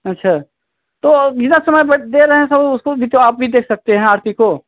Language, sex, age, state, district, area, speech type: Hindi, male, 30-45, Uttar Pradesh, Azamgarh, rural, conversation